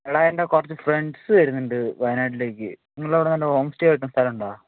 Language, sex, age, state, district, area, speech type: Malayalam, male, 18-30, Kerala, Wayanad, rural, conversation